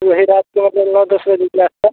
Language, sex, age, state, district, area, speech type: Hindi, male, 18-30, Bihar, Muzaffarpur, rural, conversation